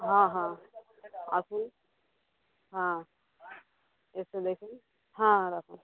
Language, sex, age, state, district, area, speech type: Bengali, female, 30-45, West Bengal, Uttar Dinajpur, urban, conversation